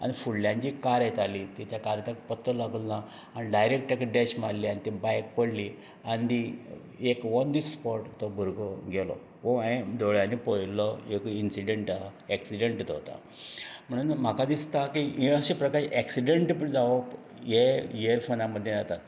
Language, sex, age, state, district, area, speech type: Goan Konkani, male, 60+, Goa, Canacona, rural, spontaneous